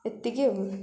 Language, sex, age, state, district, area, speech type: Odia, female, 18-30, Odisha, Puri, urban, spontaneous